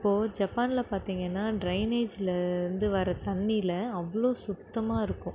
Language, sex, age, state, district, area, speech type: Tamil, female, 18-30, Tamil Nadu, Nagapattinam, rural, spontaneous